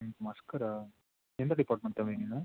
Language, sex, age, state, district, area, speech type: Tamil, male, 30-45, Tamil Nadu, Viluppuram, urban, conversation